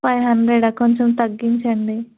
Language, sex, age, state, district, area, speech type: Telugu, female, 18-30, Telangana, Narayanpet, rural, conversation